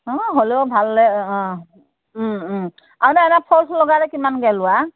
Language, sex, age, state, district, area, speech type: Assamese, female, 60+, Assam, Morigaon, rural, conversation